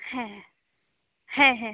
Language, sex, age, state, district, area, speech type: Bengali, female, 30-45, West Bengal, Alipurduar, rural, conversation